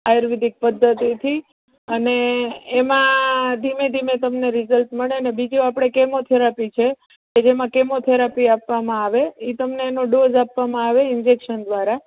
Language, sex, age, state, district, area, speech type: Gujarati, female, 30-45, Gujarat, Rajkot, urban, conversation